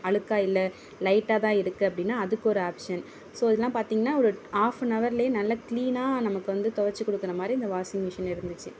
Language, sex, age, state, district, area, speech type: Tamil, female, 30-45, Tamil Nadu, Tiruvarur, rural, spontaneous